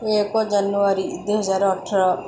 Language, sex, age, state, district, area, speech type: Odia, female, 30-45, Odisha, Sundergarh, urban, spontaneous